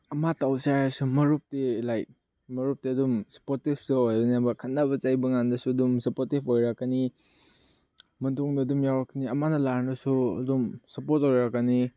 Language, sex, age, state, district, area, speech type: Manipuri, male, 18-30, Manipur, Chandel, rural, spontaneous